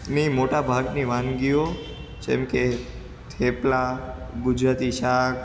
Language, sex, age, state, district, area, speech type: Gujarati, male, 18-30, Gujarat, Ahmedabad, urban, spontaneous